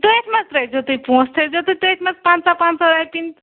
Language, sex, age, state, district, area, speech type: Kashmiri, female, 45-60, Jammu and Kashmir, Ganderbal, rural, conversation